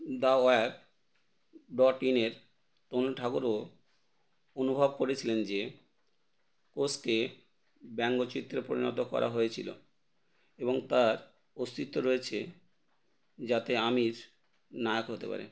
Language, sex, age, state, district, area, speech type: Bengali, male, 30-45, West Bengal, Howrah, urban, read